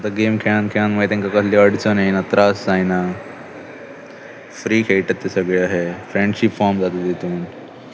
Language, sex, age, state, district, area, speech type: Goan Konkani, male, 18-30, Goa, Pernem, rural, spontaneous